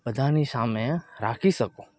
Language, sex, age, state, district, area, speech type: Gujarati, male, 18-30, Gujarat, Rajkot, urban, spontaneous